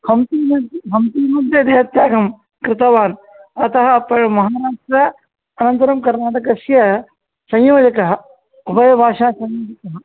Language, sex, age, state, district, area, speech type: Sanskrit, male, 30-45, Karnataka, Vijayapura, urban, conversation